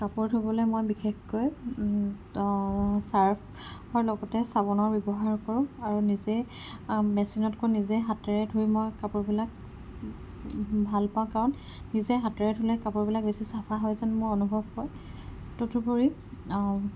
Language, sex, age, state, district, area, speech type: Assamese, female, 18-30, Assam, Kamrup Metropolitan, urban, spontaneous